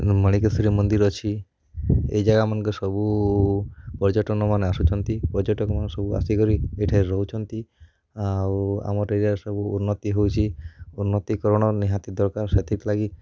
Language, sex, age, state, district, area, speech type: Odia, male, 18-30, Odisha, Kalahandi, rural, spontaneous